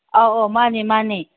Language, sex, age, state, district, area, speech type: Manipuri, female, 30-45, Manipur, Tengnoupal, urban, conversation